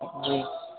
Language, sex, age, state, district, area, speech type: Urdu, male, 18-30, Uttar Pradesh, Saharanpur, urban, conversation